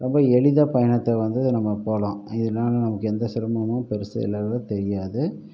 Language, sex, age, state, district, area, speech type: Tamil, male, 45-60, Tamil Nadu, Pudukkottai, rural, spontaneous